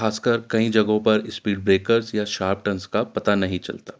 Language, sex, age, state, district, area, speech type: Urdu, male, 45-60, Uttar Pradesh, Ghaziabad, urban, spontaneous